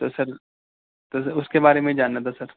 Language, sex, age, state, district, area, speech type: Urdu, male, 18-30, Uttar Pradesh, Gautam Buddha Nagar, urban, conversation